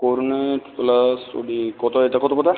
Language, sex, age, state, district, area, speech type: Bengali, male, 45-60, West Bengal, Purulia, urban, conversation